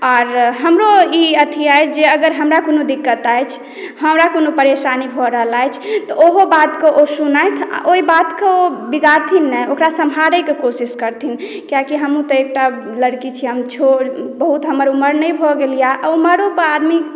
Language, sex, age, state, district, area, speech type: Maithili, female, 18-30, Bihar, Madhubani, rural, spontaneous